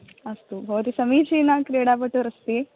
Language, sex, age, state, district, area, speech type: Sanskrit, female, 18-30, Maharashtra, Thane, urban, conversation